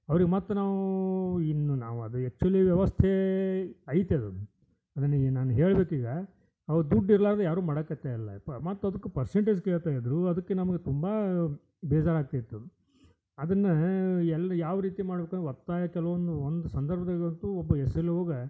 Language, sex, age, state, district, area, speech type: Kannada, male, 60+, Karnataka, Koppal, rural, spontaneous